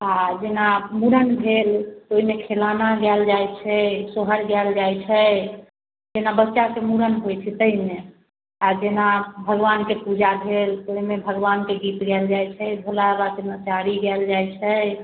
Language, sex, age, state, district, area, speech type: Maithili, male, 45-60, Bihar, Sitamarhi, urban, conversation